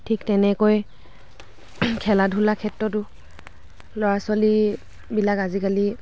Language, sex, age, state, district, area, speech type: Assamese, female, 18-30, Assam, Dhemaji, rural, spontaneous